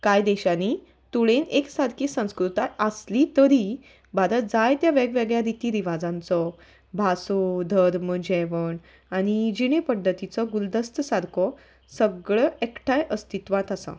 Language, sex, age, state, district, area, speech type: Goan Konkani, female, 30-45, Goa, Salcete, rural, spontaneous